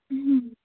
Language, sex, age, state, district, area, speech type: Bengali, female, 30-45, West Bengal, Hooghly, urban, conversation